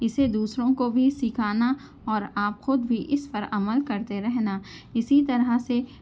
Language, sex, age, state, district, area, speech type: Urdu, female, 30-45, Telangana, Hyderabad, urban, spontaneous